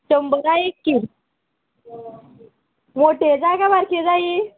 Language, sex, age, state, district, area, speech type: Goan Konkani, female, 18-30, Goa, Quepem, rural, conversation